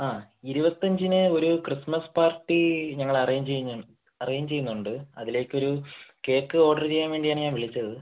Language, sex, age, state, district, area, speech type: Malayalam, male, 18-30, Kerala, Thiruvananthapuram, rural, conversation